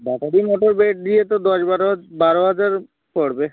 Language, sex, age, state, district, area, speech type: Bengali, male, 18-30, West Bengal, Uttar Dinajpur, urban, conversation